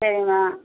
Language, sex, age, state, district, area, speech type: Tamil, female, 45-60, Tamil Nadu, Theni, rural, conversation